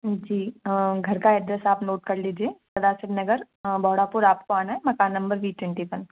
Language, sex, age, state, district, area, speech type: Hindi, female, 18-30, Madhya Pradesh, Gwalior, rural, conversation